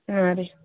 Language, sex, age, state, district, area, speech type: Kannada, female, 30-45, Karnataka, Gulbarga, urban, conversation